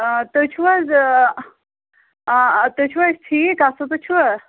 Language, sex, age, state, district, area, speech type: Kashmiri, female, 18-30, Jammu and Kashmir, Pulwama, rural, conversation